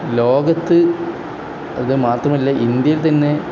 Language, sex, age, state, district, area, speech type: Malayalam, male, 18-30, Kerala, Kozhikode, rural, spontaneous